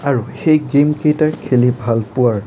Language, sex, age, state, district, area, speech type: Assamese, male, 18-30, Assam, Nagaon, rural, spontaneous